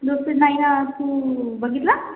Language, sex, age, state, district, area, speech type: Marathi, female, 18-30, Maharashtra, Washim, rural, conversation